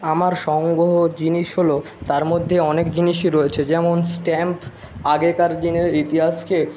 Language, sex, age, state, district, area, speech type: Bengali, male, 45-60, West Bengal, Jhargram, rural, spontaneous